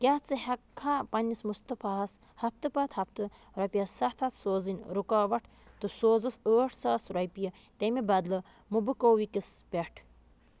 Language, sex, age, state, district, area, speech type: Kashmiri, male, 45-60, Jammu and Kashmir, Budgam, rural, read